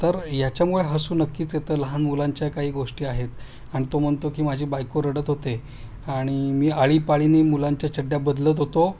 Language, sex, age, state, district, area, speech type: Marathi, male, 30-45, Maharashtra, Ahmednagar, urban, spontaneous